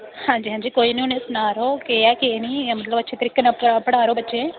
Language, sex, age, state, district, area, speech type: Dogri, female, 18-30, Jammu and Kashmir, Udhampur, rural, conversation